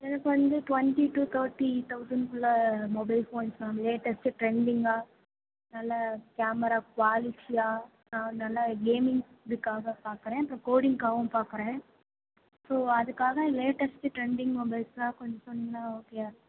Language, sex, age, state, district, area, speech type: Tamil, female, 18-30, Tamil Nadu, Perambalur, rural, conversation